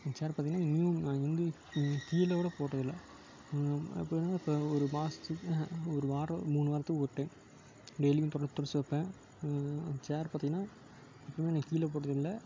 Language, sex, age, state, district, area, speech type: Tamil, male, 18-30, Tamil Nadu, Tiruppur, rural, spontaneous